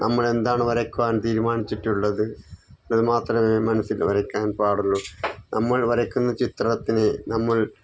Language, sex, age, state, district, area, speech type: Malayalam, male, 60+, Kerala, Wayanad, rural, spontaneous